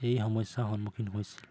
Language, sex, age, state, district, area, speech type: Assamese, male, 18-30, Assam, Sivasagar, urban, spontaneous